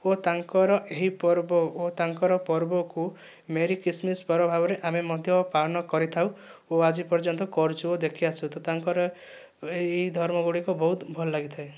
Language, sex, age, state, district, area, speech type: Odia, male, 18-30, Odisha, Kandhamal, rural, spontaneous